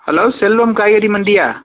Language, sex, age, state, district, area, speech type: Tamil, male, 18-30, Tamil Nadu, Pudukkottai, rural, conversation